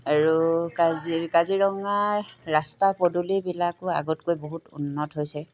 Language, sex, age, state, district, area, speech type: Assamese, female, 45-60, Assam, Golaghat, rural, spontaneous